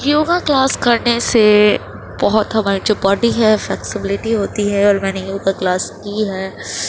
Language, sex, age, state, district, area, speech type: Urdu, female, 30-45, Uttar Pradesh, Gautam Buddha Nagar, urban, spontaneous